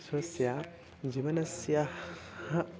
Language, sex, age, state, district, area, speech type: Sanskrit, male, 18-30, Odisha, Bhadrak, rural, spontaneous